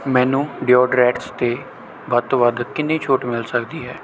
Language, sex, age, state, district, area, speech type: Punjabi, male, 18-30, Punjab, Bathinda, rural, read